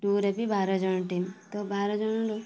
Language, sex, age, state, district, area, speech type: Odia, female, 18-30, Odisha, Mayurbhanj, rural, spontaneous